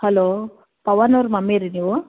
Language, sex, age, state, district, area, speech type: Kannada, female, 45-60, Karnataka, Gulbarga, urban, conversation